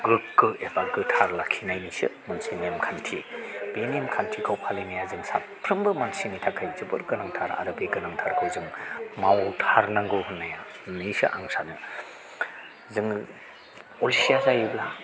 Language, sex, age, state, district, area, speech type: Bodo, male, 45-60, Assam, Chirang, rural, spontaneous